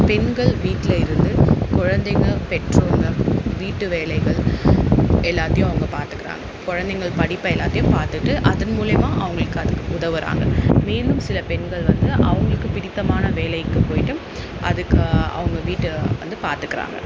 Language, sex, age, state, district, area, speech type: Tamil, female, 30-45, Tamil Nadu, Vellore, urban, spontaneous